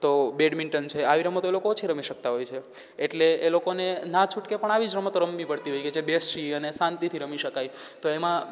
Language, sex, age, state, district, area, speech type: Gujarati, male, 18-30, Gujarat, Rajkot, rural, spontaneous